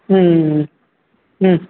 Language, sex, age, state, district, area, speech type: Tamil, male, 18-30, Tamil Nadu, Kallakurichi, rural, conversation